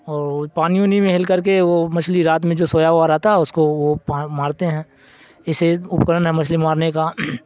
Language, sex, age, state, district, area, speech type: Urdu, male, 60+, Bihar, Darbhanga, rural, spontaneous